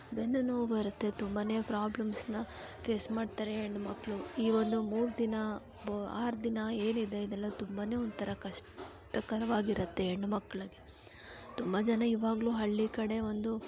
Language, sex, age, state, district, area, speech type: Kannada, female, 18-30, Karnataka, Kolar, urban, spontaneous